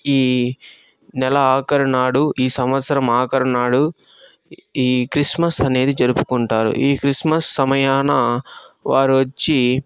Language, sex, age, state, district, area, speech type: Telugu, male, 18-30, Andhra Pradesh, Chittoor, rural, spontaneous